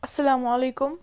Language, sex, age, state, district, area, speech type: Kashmiri, female, 30-45, Jammu and Kashmir, Bandipora, rural, spontaneous